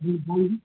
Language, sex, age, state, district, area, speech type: Sanskrit, male, 60+, Tamil Nadu, Coimbatore, urban, conversation